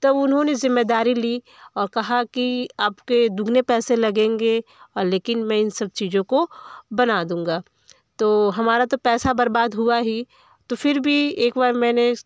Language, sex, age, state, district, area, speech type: Hindi, female, 30-45, Uttar Pradesh, Varanasi, urban, spontaneous